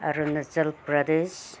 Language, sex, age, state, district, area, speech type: Manipuri, female, 45-60, Manipur, Senapati, rural, spontaneous